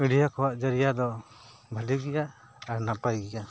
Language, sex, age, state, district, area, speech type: Santali, male, 45-60, Jharkhand, Bokaro, rural, spontaneous